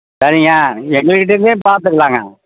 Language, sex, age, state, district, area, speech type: Tamil, male, 60+, Tamil Nadu, Ariyalur, rural, conversation